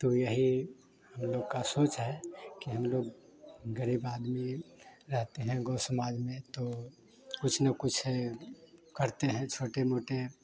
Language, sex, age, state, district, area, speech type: Hindi, male, 30-45, Bihar, Madhepura, rural, spontaneous